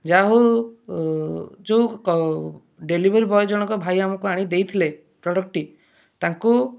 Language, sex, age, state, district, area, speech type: Odia, male, 30-45, Odisha, Kendrapara, urban, spontaneous